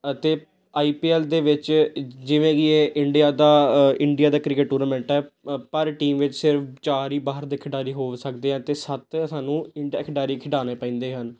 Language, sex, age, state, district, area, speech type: Punjabi, male, 18-30, Punjab, Gurdaspur, urban, spontaneous